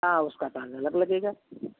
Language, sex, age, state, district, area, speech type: Hindi, female, 60+, Uttar Pradesh, Hardoi, rural, conversation